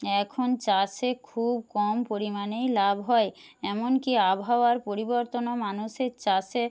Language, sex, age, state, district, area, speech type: Bengali, female, 45-60, West Bengal, Jhargram, rural, spontaneous